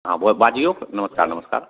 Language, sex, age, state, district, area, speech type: Maithili, male, 45-60, Bihar, Madhepura, urban, conversation